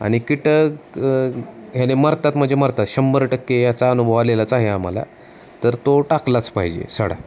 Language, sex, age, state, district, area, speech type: Marathi, male, 30-45, Maharashtra, Osmanabad, rural, spontaneous